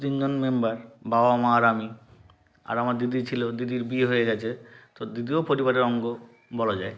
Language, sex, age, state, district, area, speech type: Bengali, male, 30-45, West Bengal, South 24 Parganas, rural, spontaneous